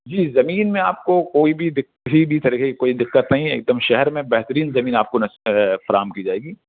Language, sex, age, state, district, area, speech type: Urdu, male, 18-30, Bihar, Purnia, rural, conversation